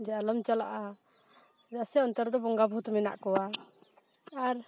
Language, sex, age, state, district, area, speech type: Santali, female, 18-30, West Bengal, Purulia, rural, spontaneous